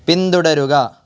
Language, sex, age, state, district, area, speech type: Malayalam, male, 18-30, Kerala, Kasaragod, urban, read